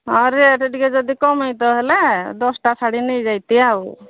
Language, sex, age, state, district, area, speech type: Odia, female, 45-60, Odisha, Angul, rural, conversation